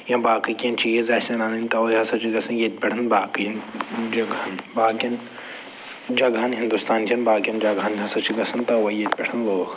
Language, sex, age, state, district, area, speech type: Kashmiri, male, 45-60, Jammu and Kashmir, Budgam, urban, spontaneous